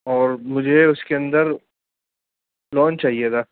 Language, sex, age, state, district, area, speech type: Urdu, male, 30-45, Uttar Pradesh, Muzaffarnagar, urban, conversation